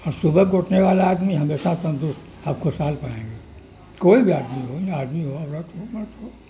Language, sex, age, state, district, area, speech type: Urdu, male, 60+, Uttar Pradesh, Mirzapur, rural, spontaneous